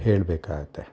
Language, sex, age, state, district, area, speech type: Kannada, male, 60+, Karnataka, Bangalore Urban, urban, spontaneous